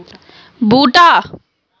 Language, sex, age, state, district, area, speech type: Dogri, female, 30-45, Jammu and Kashmir, Samba, urban, read